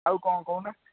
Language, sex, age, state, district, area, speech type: Odia, male, 18-30, Odisha, Jagatsinghpur, rural, conversation